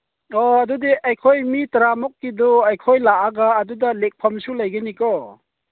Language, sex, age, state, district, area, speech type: Manipuri, male, 45-60, Manipur, Chandel, rural, conversation